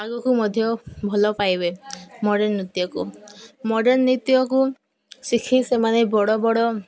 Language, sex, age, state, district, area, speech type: Odia, female, 18-30, Odisha, Koraput, urban, spontaneous